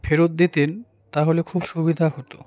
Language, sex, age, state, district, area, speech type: Bengali, male, 18-30, West Bengal, Alipurduar, rural, spontaneous